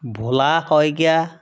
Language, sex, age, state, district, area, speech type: Assamese, male, 45-60, Assam, Majuli, urban, spontaneous